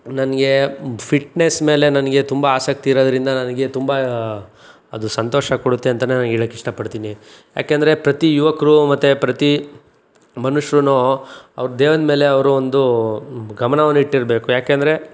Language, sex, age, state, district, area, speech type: Kannada, male, 45-60, Karnataka, Chikkaballapur, urban, spontaneous